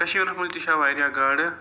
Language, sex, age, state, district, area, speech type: Kashmiri, male, 45-60, Jammu and Kashmir, Srinagar, urban, spontaneous